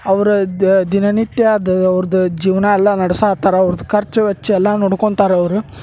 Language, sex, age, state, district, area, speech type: Kannada, male, 30-45, Karnataka, Gadag, rural, spontaneous